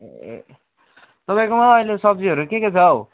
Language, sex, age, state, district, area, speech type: Nepali, male, 18-30, West Bengal, Kalimpong, rural, conversation